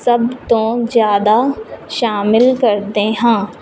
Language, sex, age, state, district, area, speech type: Punjabi, female, 18-30, Punjab, Fazilka, rural, spontaneous